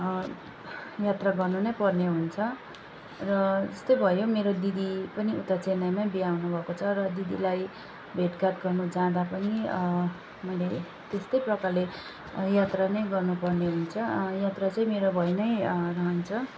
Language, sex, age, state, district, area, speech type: Nepali, female, 30-45, West Bengal, Darjeeling, rural, spontaneous